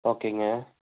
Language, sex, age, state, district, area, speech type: Tamil, male, 18-30, Tamil Nadu, Erode, rural, conversation